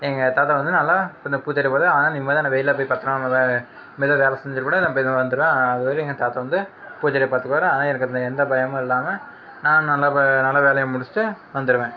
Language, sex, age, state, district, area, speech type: Tamil, male, 30-45, Tamil Nadu, Ariyalur, rural, spontaneous